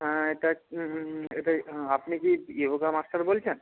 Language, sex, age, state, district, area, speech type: Bengali, male, 30-45, West Bengal, Jalpaiguri, rural, conversation